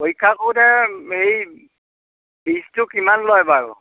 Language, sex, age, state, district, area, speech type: Assamese, male, 60+, Assam, Dhemaji, rural, conversation